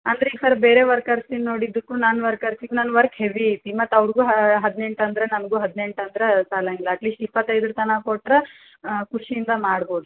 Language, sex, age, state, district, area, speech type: Kannada, female, 18-30, Karnataka, Dharwad, rural, conversation